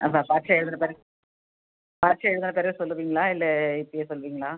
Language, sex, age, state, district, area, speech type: Tamil, female, 60+, Tamil Nadu, Cuddalore, rural, conversation